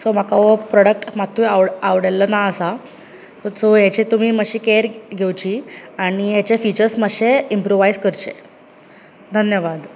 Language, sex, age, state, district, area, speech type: Goan Konkani, female, 18-30, Goa, Bardez, urban, spontaneous